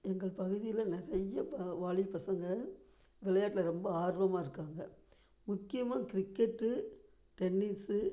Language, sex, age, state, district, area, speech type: Tamil, female, 60+, Tamil Nadu, Namakkal, rural, spontaneous